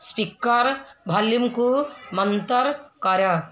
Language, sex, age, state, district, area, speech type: Odia, female, 60+, Odisha, Kendrapara, urban, read